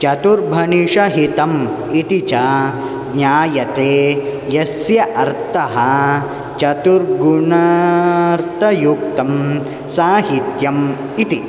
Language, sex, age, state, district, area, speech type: Sanskrit, male, 18-30, Karnataka, Dakshina Kannada, rural, spontaneous